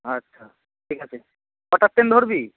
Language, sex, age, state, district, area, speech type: Bengali, male, 30-45, West Bengal, Howrah, urban, conversation